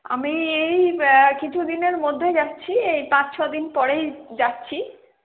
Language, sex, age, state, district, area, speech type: Bengali, female, 18-30, West Bengal, Purulia, rural, conversation